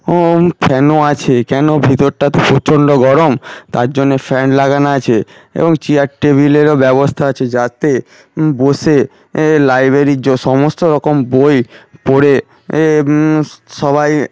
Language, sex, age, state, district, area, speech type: Bengali, male, 18-30, West Bengal, Paschim Medinipur, rural, spontaneous